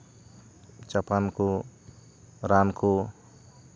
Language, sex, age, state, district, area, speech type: Santali, male, 30-45, West Bengal, Purba Bardhaman, rural, spontaneous